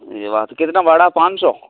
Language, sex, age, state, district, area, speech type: Hindi, male, 30-45, Rajasthan, Nagaur, rural, conversation